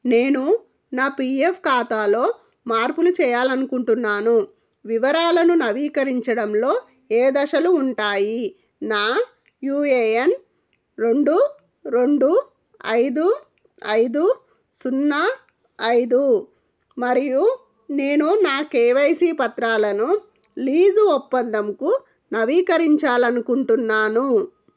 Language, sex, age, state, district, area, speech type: Telugu, female, 45-60, Telangana, Jangaon, rural, read